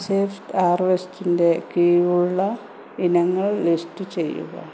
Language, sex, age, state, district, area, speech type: Malayalam, female, 30-45, Kerala, Malappuram, rural, read